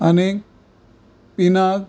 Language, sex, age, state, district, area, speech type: Goan Konkani, male, 45-60, Goa, Canacona, rural, spontaneous